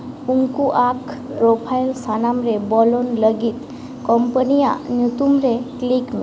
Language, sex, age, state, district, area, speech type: Santali, female, 18-30, West Bengal, Malda, rural, read